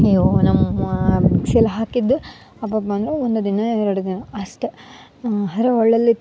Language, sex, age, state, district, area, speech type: Kannada, female, 18-30, Karnataka, Koppal, rural, spontaneous